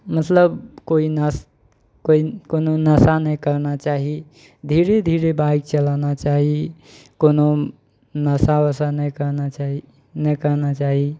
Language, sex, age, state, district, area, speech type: Maithili, male, 18-30, Bihar, Araria, rural, spontaneous